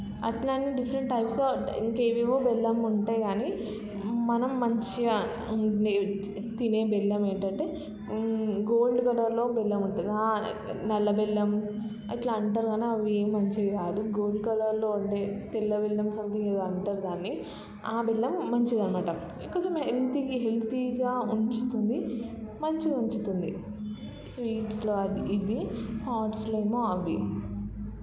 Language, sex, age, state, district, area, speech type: Telugu, female, 18-30, Telangana, Vikarabad, rural, spontaneous